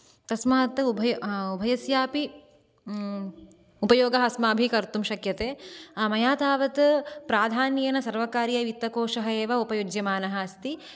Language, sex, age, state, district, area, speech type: Sanskrit, female, 18-30, Karnataka, Dakshina Kannada, urban, spontaneous